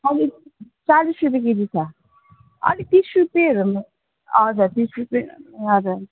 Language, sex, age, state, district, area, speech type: Nepali, female, 18-30, West Bengal, Darjeeling, rural, conversation